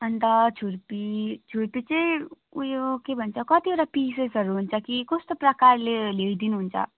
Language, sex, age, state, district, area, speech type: Nepali, female, 18-30, West Bengal, Darjeeling, rural, conversation